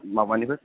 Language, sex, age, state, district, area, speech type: Bodo, male, 18-30, Assam, Kokrajhar, urban, conversation